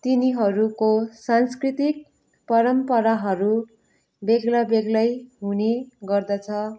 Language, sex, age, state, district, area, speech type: Nepali, female, 45-60, West Bengal, Darjeeling, rural, spontaneous